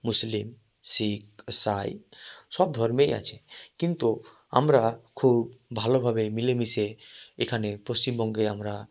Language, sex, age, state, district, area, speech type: Bengali, male, 18-30, West Bengal, Murshidabad, urban, spontaneous